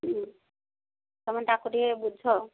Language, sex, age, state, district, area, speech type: Odia, female, 45-60, Odisha, Gajapati, rural, conversation